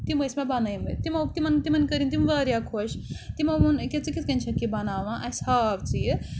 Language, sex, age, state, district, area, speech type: Kashmiri, female, 30-45, Jammu and Kashmir, Srinagar, urban, spontaneous